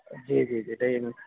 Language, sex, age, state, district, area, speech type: Urdu, male, 30-45, Uttar Pradesh, Gautam Buddha Nagar, rural, conversation